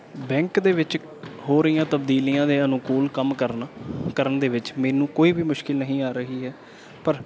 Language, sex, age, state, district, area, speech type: Punjabi, male, 18-30, Punjab, Bathinda, urban, spontaneous